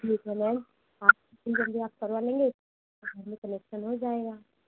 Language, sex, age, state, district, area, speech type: Hindi, female, 30-45, Uttar Pradesh, Ayodhya, rural, conversation